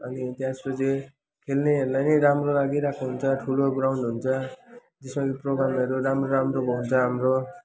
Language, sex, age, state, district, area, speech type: Nepali, male, 18-30, West Bengal, Jalpaiguri, rural, spontaneous